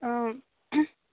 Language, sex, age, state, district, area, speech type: Assamese, female, 18-30, Assam, Sivasagar, rural, conversation